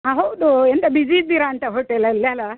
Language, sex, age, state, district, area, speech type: Kannada, female, 60+, Karnataka, Udupi, rural, conversation